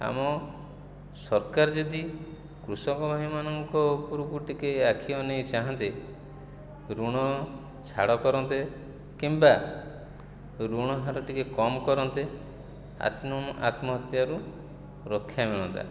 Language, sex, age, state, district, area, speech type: Odia, male, 45-60, Odisha, Jajpur, rural, spontaneous